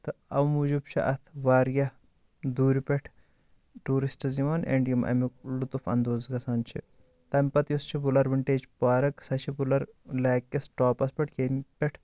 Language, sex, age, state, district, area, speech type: Kashmiri, male, 18-30, Jammu and Kashmir, Bandipora, rural, spontaneous